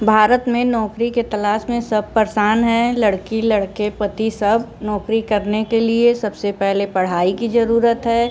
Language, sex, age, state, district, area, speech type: Hindi, female, 45-60, Uttar Pradesh, Mirzapur, rural, spontaneous